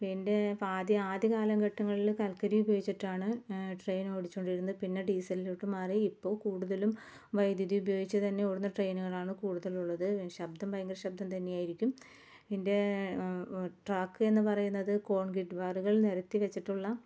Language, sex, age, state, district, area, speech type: Malayalam, female, 30-45, Kerala, Ernakulam, rural, spontaneous